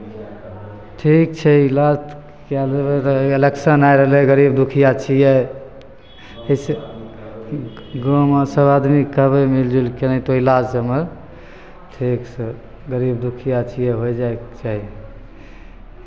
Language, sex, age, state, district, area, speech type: Maithili, male, 18-30, Bihar, Begusarai, rural, spontaneous